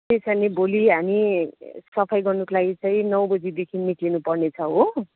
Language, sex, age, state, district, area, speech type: Nepali, female, 30-45, West Bengal, Darjeeling, rural, conversation